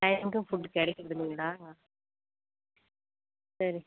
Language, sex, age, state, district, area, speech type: Tamil, female, 30-45, Tamil Nadu, Dharmapuri, urban, conversation